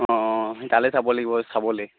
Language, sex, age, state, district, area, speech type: Assamese, male, 18-30, Assam, Sivasagar, rural, conversation